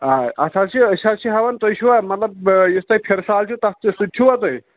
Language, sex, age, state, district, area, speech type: Kashmiri, male, 18-30, Jammu and Kashmir, Kulgam, rural, conversation